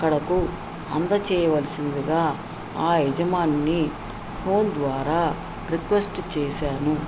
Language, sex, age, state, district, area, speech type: Telugu, female, 60+, Andhra Pradesh, Nellore, urban, spontaneous